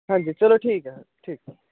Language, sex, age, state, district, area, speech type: Dogri, male, 18-30, Jammu and Kashmir, Samba, urban, conversation